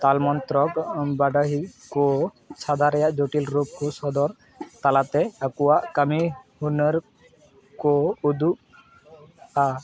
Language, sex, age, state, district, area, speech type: Santali, male, 18-30, West Bengal, Dakshin Dinajpur, rural, read